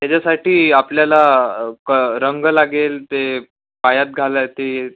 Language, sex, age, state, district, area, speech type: Marathi, male, 18-30, Maharashtra, Wardha, urban, conversation